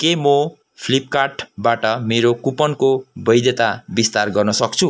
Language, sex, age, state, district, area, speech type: Nepali, male, 30-45, West Bengal, Kalimpong, rural, read